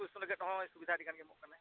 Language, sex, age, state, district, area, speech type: Santali, male, 45-60, Odisha, Mayurbhanj, rural, conversation